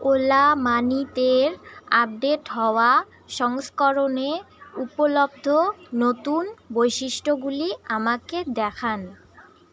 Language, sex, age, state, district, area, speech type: Bengali, female, 18-30, West Bengal, Jalpaiguri, rural, read